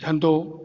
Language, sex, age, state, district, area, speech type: Sindhi, male, 60+, Rajasthan, Ajmer, urban, spontaneous